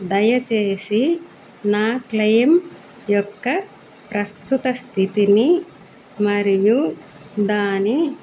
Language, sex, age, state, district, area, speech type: Telugu, female, 60+, Andhra Pradesh, Annamaya, urban, spontaneous